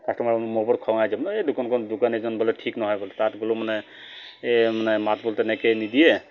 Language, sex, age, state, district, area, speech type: Assamese, male, 45-60, Assam, Dibrugarh, urban, spontaneous